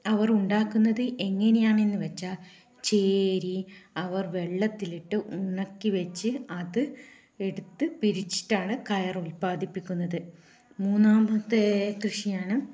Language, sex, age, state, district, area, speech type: Malayalam, female, 30-45, Kerala, Kannur, rural, spontaneous